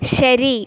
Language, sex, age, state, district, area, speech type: Malayalam, female, 18-30, Kerala, Kottayam, rural, read